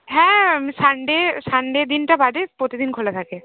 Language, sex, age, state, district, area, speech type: Bengali, female, 18-30, West Bengal, Cooch Behar, urban, conversation